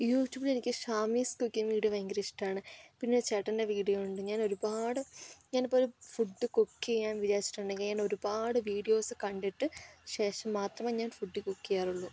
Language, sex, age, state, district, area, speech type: Malayalam, female, 18-30, Kerala, Kozhikode, rural, spontaneous